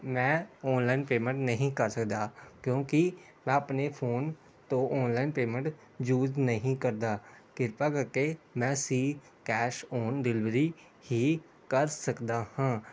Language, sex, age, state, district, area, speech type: Punjabi, male, 18-30, Punjab, Pathankot, rural, spontaneous